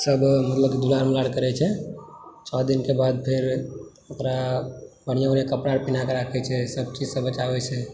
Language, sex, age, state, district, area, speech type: Maithili, male, 18-30, Bihar, Supaul, urban, spontaneous